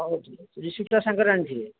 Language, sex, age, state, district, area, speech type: Odia, male, 60+, Odisha, Jajpur, rural, conversation